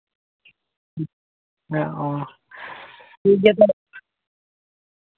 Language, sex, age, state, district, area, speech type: Santali, male, 18-30, West Bengal, Malda, rural, conversation